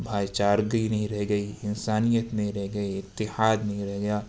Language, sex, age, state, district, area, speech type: Urdu, male, 60+, Uttar Pradesh, Lucknow, rural, spontaneous